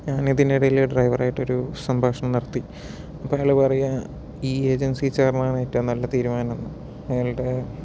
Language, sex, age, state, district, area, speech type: Malayalam, male, 30-45, Kerala, Palakkad, rural, spontaneous